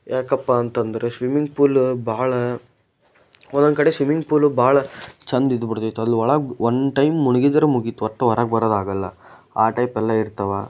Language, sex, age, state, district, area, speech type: Kannada, male, 18-30, Karnataka, Koppal, rural, spontaneous